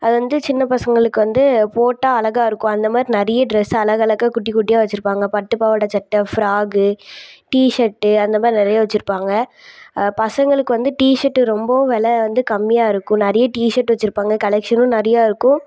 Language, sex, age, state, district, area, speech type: Tamil, female, 18-30, Tamil Nadu, Thoothukudi, urban, spontaneous